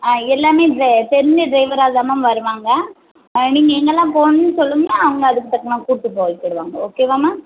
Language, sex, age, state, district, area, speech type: Tamil, female, 30-45, Tamil Nadu, Tirunelveli, urban, conversation